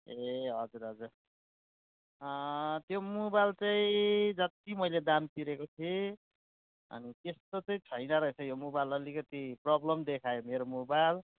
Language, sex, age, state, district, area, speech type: Nepali, male, 30-45, West Bengal, Kalimpong, rural, conversation